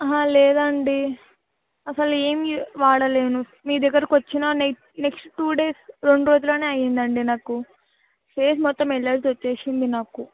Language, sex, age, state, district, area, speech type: Telugu, female, 18-30, Telangana, Vikarabad, urban, conversation